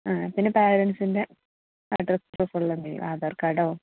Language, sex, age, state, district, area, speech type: Malayalam, female, 30-45, Kerala, Wayanad, rural, conversation